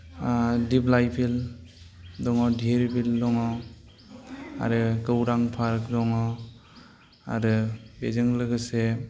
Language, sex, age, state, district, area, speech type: Bodo, male, 45-60, Assam, Kokrajhar, rural, spontaneous